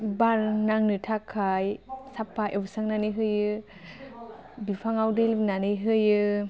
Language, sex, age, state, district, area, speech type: Bodo, female, 18-30, Assam, Baksa, rural, spontaneous